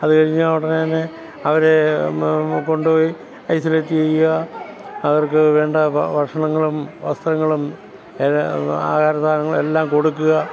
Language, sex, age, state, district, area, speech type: Malayalam, male, 60+, Kerala, Pathanamthitta, rural, spontaneous